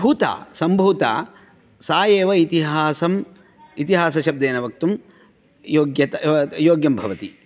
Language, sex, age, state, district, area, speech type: Sanskrit, male, 45-60, Karnataka, Shimoga, rural, spontaneous